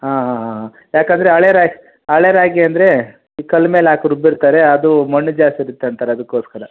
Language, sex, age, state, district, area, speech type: Kannada, male, 30-45, Karnataka, Kolar, urban, conversation